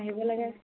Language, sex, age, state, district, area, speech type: Assamese, female, 18-30, Assam, Dibrugarh, rural, conversation